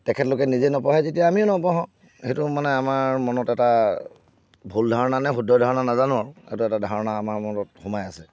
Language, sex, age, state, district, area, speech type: Assamese, male, 60+, Assam, Charaideo, urban, spontaneous